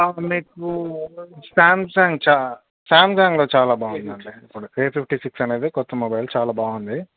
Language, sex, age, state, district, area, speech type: Telugu, male, 18-30, Andhra Pradesh, Krishna, urban, conversation